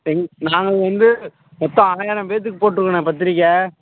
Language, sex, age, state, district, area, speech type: Tamil, male, 18-30, Tamil Nadu, Perambalur, urban, conversation